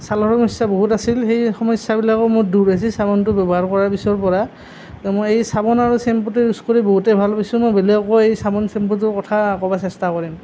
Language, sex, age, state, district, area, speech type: Assamese, male, 30-45, Assam, Nalbari, rural, spontaneous